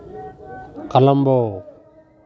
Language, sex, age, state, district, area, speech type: Santali, male, 45-60, West Bengal, Paschim Bardhaman, urban, spontaneous